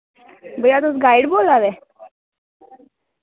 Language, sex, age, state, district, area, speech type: Dogri, female, 18-30, Jammu and Kashmir, Reasi, rural, conversation